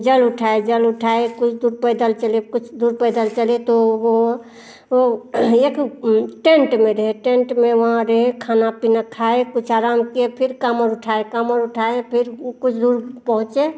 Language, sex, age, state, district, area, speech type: Hindi, female, 45-60, Bihar, Madhepura, rural, spontaneous